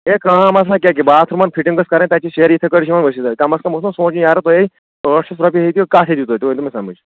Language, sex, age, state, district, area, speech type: Kashmiri, male, 30-45, Jammu and Kashmir, Kulgam, urban, conversation